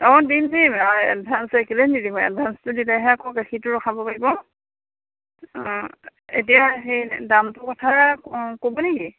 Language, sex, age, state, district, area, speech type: Assamese, female, 30-45, Assam, Majuli, urban, conversation